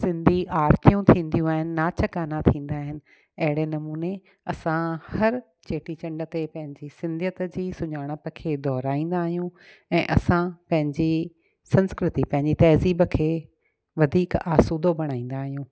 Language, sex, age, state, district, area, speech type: Sindhi, female, 45-60, Gujarat, Kutch, rural, spontaneous